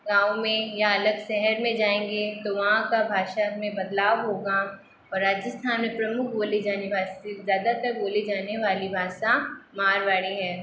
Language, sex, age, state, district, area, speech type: Hindi, female, 18-30, Rajasthan, Jodhpur, urban, spontaneous